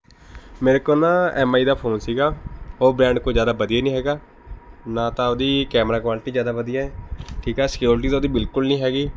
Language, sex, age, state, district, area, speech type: Punjabi, male, 18-30, Punjab, Rupnagar, urban, spontaneous